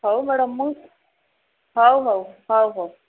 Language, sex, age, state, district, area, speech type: Odia, female, 45-60, Odisha, Sambalpur, rural, conversation